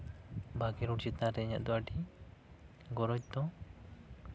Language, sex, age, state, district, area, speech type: Santali, male, 18-30, West Bengal, Jhargram, rural, spontaneous